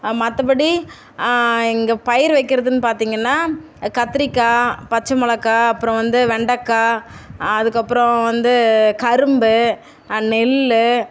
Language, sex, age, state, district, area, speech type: Tamil, female, 30-45, Tamil Nadu, Tiruvannamalai, urban, spontaneous